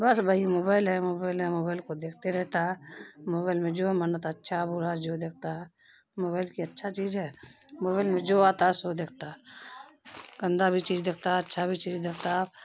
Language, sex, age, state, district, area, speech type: Urdu, female, 30-45, Bihar, Khagaria, rural, spontaneous